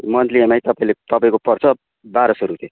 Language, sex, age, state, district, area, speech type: Nepali, male, 30-45, West Bengal, Kalimpong, rural, conversation